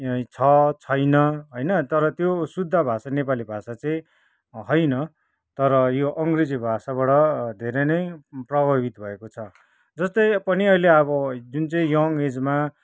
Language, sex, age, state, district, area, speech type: Nepali, male, 45-60, West Bengal, Kalimpong, rural, spontaneous